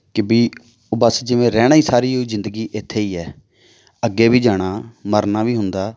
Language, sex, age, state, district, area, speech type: Punjabi, male, 30-45, Punjab, Amritsar, urban, spontaneous